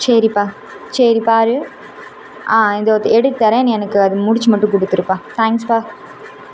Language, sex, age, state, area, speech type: Tamil, female, 18-30, Tamil Nadu, urban, spontaneous